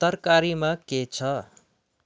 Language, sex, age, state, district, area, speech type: Nepali, male, 30-45, West Bengal, Darjeeling, rural, read